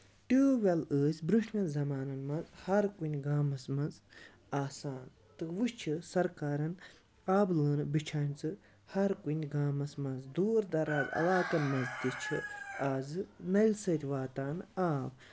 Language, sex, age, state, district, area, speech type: Kashmiri, female, 18-30, Jammu and Kashmir, Baramulla, rural, spontaneous